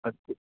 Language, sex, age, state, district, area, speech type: Urdu, male, 45-60, Uttar Pradesh, Rampur, urban, conversation